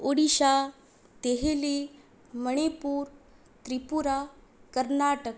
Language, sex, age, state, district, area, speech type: Sanskrit, female, 18-30, Odisha, Puri, rural, spontaneous